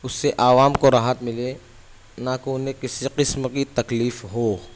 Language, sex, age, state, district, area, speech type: Urdu, male, 18-30, Maharashtra, Nashik, urban, spontaneous